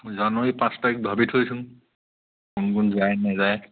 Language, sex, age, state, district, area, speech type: Assamese, male, 30-45, Assam, Charaideo, urban, conversation